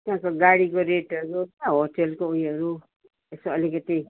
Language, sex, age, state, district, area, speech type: Nepali, female, 60+, West Bengal, Kalimpong, rural, conversation